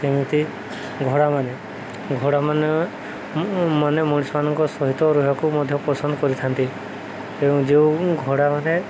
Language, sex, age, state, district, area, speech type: Odia, male, 30-45, Odisha, Subarnapur, urban, spontaneous